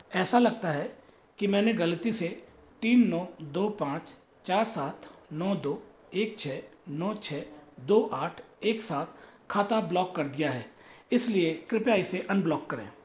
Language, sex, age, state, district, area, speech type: Hindi, male, 30-45, Rajasthan, Jaipur, urban, read